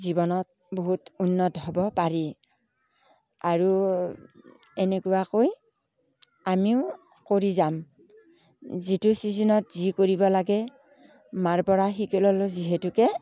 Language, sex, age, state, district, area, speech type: Assamese, female, 60+, Assam, Darrang, rural, spontaneous